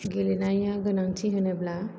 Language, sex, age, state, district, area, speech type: Bodo, female, 30-45, Assam, Chirang, urban, spontaneous